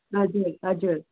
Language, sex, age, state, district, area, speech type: Nepali, female, 18-30, West Bengal, Darjeeling, rural, conversation